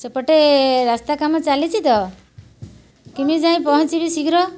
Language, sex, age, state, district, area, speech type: Odia, female, 60+, Odisha, Kendrapara, urban, spontaneous